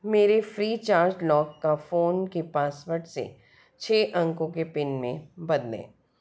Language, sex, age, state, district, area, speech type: Hindi, female, 45-60, Madhya Pradesh, Bhopal, urban, read